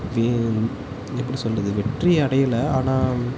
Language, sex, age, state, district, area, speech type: Tamil, male, 18-30, Tamil Nadu, Tiruchirappalli, rural, spontaneous